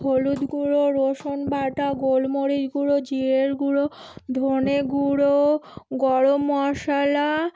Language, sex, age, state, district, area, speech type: Bengali, female, 30-45, West Bengal, Howrah, urban, spontaneous